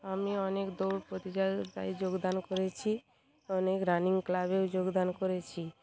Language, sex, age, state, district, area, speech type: Bengali, female, 45-60, West Bengal, Bankura, rural, spontaneous